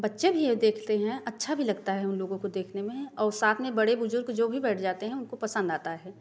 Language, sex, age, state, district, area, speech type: Hindi, female, 30-45, Uttar Pradesh, Prayagraj, rural, spontaneous